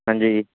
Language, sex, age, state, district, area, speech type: Punjabi, male, 30-45, Punjab, Mansa, urban, conversation